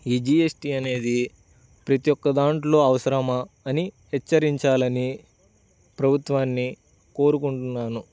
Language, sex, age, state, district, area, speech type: Telugu, male, 18-30, Andhra Pradesh, Bapatla, urban, spontaneous